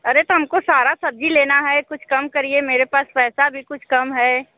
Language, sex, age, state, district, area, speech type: Hindi, female, 45-60, Uttar Pradesh, Mirzapur, rural, conversation